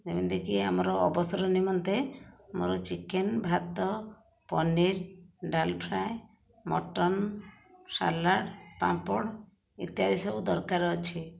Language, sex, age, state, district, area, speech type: Odia, female, 60+, Odisha, Khordha, rural, spontaneous